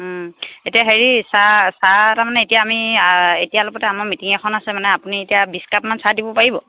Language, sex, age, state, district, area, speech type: Assamese, female, 30-45, Assam, Charaideo, rural, conversation